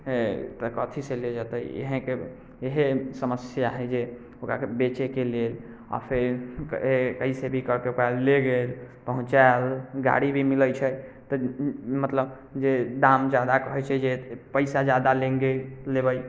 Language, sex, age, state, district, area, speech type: Maithili, male, 18-30, Bihar, Muzaffarpur, rural, spontaneous